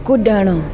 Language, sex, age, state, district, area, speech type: Sindhi, female, 45-60, Delhi, South Delhi, urban, read